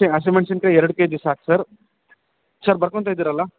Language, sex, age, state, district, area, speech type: Kannada, male, 18-30, Karnataka, Bellary, rural, conversation